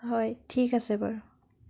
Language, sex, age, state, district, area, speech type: Assamese, female, 18-30, Assam, Biswanath, rural, spontaneous